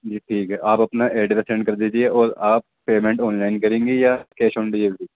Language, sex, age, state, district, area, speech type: Urdu, male, 18-30, Delhi, East Delhi, urban, conversation